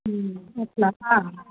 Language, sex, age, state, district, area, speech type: Telugu, female, 30-45, Telangana, Medak, rural, conversation